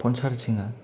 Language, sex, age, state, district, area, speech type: Bodo, male, 18-30, Assam, Kokrajhar, rural, spontaneous